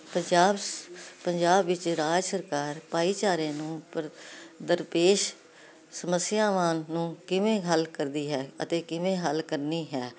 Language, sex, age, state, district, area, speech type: Punjabi, female, 60+, Punjab, Jalandhar, urban, spontaneous